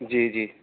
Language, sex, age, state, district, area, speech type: Urdu, male, 18-30, Uttar Pradesh, Saharanpur, urban, conversation